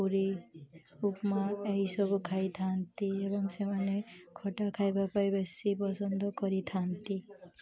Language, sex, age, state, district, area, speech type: Odia, female, 18-30, Odisha, Malkangiri, urban, spontaneous